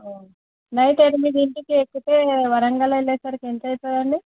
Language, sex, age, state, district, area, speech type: Telugu, female, 30-45, Telangana, Hyderabad, urban, conversation